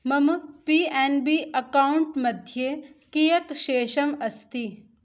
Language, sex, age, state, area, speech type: Sanskrit, female, 18-30, Uttar Pradesh, rural, read